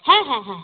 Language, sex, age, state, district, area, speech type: Bengali, female, 45-60, West Bengal, North 24 Parganas, rural, conversation